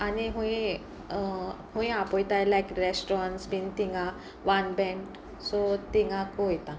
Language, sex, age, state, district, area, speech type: Goan Konkani, female, 18-30, Goa, Sanguem, rural, spontaneous